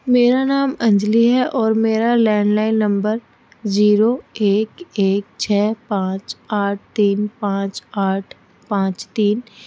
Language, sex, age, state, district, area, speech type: Urdu, female, 30-45, Delhi, North East Delhi, urban, spontaneous